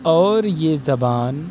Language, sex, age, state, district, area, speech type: Urdu, male, 18-30, Delhi, South Delhi, urban, spontaneous